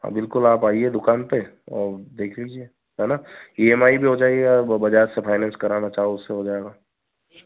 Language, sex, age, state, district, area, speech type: Hindi, male, 30-45, Madhya Pradesh, Ujjain, rural, conversation